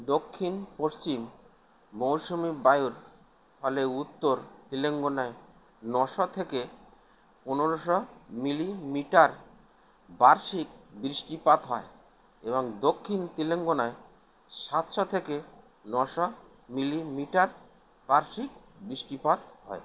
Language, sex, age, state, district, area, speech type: Bengali, male, 60+, West Bengal, Howrah, urban, read